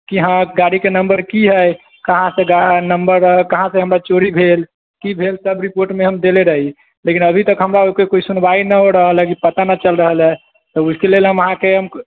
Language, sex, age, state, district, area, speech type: Maithili, male, 18-30, Bihar, Sitamarhi, rural, conversation